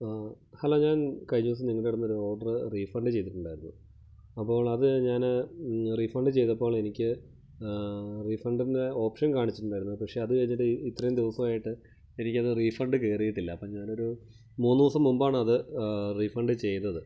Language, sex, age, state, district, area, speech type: Malayalam, male, 30-45, Kerala, Idukki, rural, spontaneous